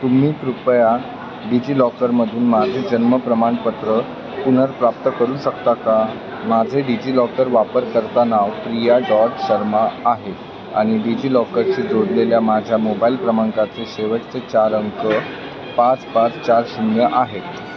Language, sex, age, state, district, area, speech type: Marathi, male, 30-45, Maharashtra, Thane, urban, read